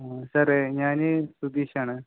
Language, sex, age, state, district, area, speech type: Malayalam, male, 18-30, Kerala, Kasaragod, rural, conversation